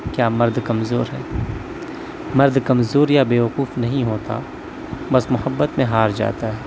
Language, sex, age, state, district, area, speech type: Urdu, male, 18-30, Delhi, South Delhi, urban, spontaneous